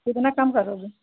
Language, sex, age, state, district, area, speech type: Hindi, female, 60+, Uttar Pradesh, Pratapgarh, rural, conversation